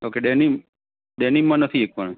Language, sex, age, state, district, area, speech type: Gujarati, male, 30-45, Gujarat, Kheda, urban, conversation